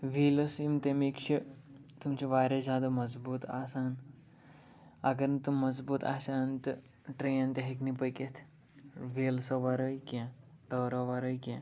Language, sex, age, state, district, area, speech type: Kashmiri, male, 18-30, Jammu and Kashmir, Pulwama, urban, spontaneous